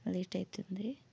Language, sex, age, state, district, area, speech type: Telugu, female, 30-45, Telangana, Hanamkonda, urban, spontaneous